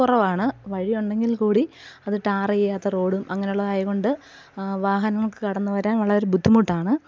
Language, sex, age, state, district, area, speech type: Malayalam, female, 30-45, Kerala, Pathanamthitta, rural, spontaneous